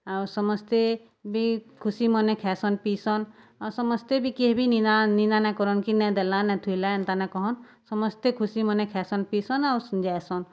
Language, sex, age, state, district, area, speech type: Odia, female, 30-45, Odisha, Bargarh, rural, spontaneous